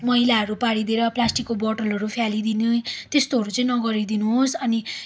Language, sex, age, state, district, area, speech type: Nepali, female, 18-30, West Bengal, Darjeeling, rural, spontaneous